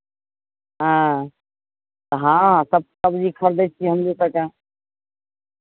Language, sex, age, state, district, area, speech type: Maithili, female, 60+, Bihar, Madhepura, rural, conversation